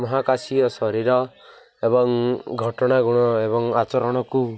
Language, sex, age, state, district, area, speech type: Odia, male, 18-30, Odisha, Koraput, urban, spontaneous